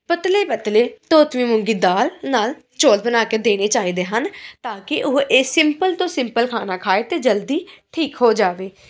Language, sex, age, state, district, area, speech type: Punjabi, female, 18-30, Punjab, Pathankot, rural, spontaneous